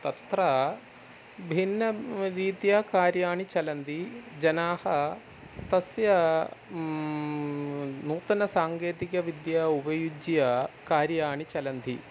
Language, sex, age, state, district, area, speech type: Sanskrit, male, 45-60, Kerala, Thiruvananthapuram, urban, spontaneous